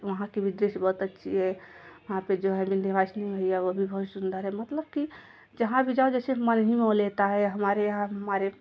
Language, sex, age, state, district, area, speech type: Hindi, female, 30-45, Uttar Pradesh, Jaunpur, urban, spontaneous